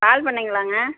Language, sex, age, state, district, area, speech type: Tamil, female, 60+, Tamil Nadu, Perambalur, urban, conversation